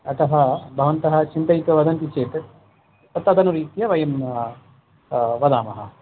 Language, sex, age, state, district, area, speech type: Sanskrit, male, 45-60, Karnataka, Bangalore Urban, urban, conversation